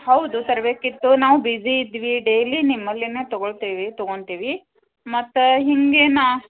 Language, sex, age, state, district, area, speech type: Kannada, female, 45-60, Karnataka, Dharwad, rural, conversation